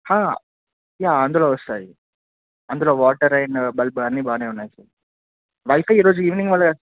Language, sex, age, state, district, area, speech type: Telugu, male, 18-30, Telangana, Adilabad, urban, conversation